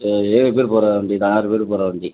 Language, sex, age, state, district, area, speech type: Tamil, male, 45-60, Tamil Nadu, Tenkasi, rural, conversation